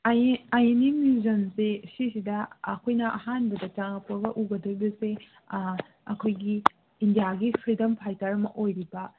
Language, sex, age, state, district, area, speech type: Manipuri, female, 18-30, Manipur, Senapati, urban, conversation